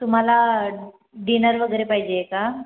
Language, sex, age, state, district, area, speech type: Marathi, female, 30-45, Maharashtra, Nagpur, urban, conversation